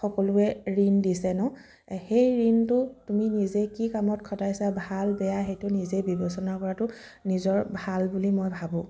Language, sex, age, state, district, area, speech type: Assamese, female, 30-45, Assam, Sivasagar, rural, spontaneous